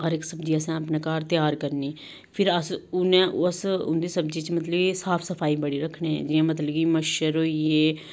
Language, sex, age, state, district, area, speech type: Dogri, female, 30-45, Jammu and Kashmir, Samba, rural, spontaneous